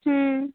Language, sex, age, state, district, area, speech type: Bengali, female, 18-30, West Bengal, Cooch Behar, rural, conversation